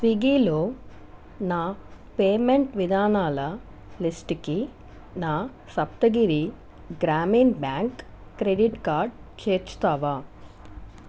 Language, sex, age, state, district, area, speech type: Telugu, female, 18-30, Andhra Pradesh, Annamaya, urban, read